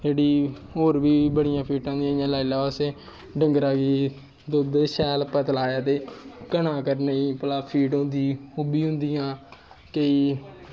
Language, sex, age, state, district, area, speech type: Dogri, male, 18-30, Jammu and Kashmir, Kathua, rural, spontaneous